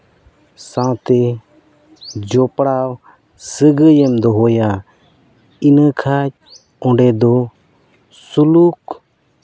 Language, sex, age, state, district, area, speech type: Santali, male, 30-45, Jharkhand, Seraikela Kharsawan, rural, spontaneous